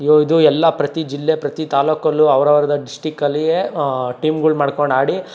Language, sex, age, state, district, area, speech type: Kannada, male, 18-30, Karnataka, Tumkur, rural, spontaneous